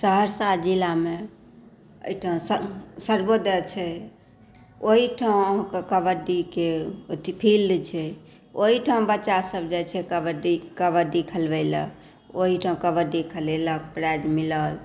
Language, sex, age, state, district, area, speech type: Maithili, female, 60+, Bihar, Saharsa, rural, spontaneous